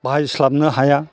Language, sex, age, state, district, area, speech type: Bodo, male, 60+, Assam, Chirang, rural, spontaneous